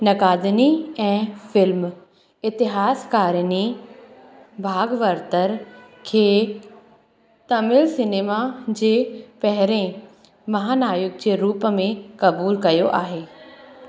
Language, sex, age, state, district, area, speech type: Sindhi, female, 18-30, Madhya Pradesh, Katni, rural, read